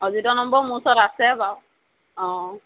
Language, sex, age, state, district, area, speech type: Assamese, female, 18-30, Assam, Sivasagar, rural, conversation